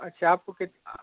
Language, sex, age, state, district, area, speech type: Urdu, male, 18-30, Bihar, Supaul, rural, conversation